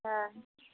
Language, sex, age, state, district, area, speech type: Santali, female, 30-45, Jharkhand, East Singhbhum, rural, conversation